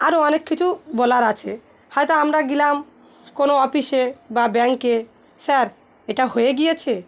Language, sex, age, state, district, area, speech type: Bengali, female, 45-60, West Bengal, Dakshin Dinajpur, urban, spontaneous